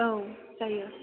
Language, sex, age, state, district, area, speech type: Bodo, female, 18-30, Assam, Chirang, urban, conversation